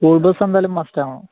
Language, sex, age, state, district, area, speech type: Malayalam, male, 45-60, Kerala, Kozhikode, urban, conversation